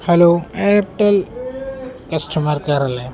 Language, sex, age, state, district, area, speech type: Malayalam, male, 18-30, Kerala, Kozhikode, rural, spontaneous